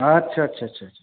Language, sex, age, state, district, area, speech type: Bodo, male, 30-45, Assam, Chirang, urban, conversation